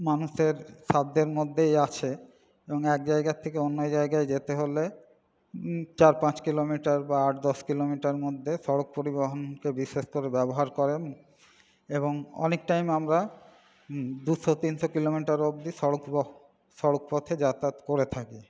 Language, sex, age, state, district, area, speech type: Bengali, male, 45-60, West Bengal, Paschim Bardhaman, rural, spontaneous